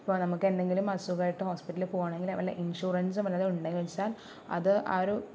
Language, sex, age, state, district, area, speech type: Malayalam, female, 45-60, Kerala, Palakkad, rural, spontaneous